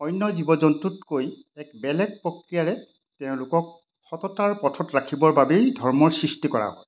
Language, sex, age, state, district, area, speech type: Assamese, male, 60+, Assam, Majuli, urban, spontaneous